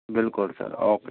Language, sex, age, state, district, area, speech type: Hindi, male, 18-30, Rajasthan, Karauli, rural, conversation